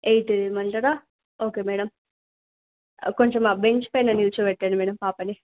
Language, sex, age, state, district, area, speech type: Telugu, female, 18-30, Telangana, Siddipet, urban, conversation